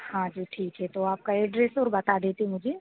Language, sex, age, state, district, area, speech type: Hindi, female, 18-30, Madhya Pradesh, Hoshangabad, urban, conversation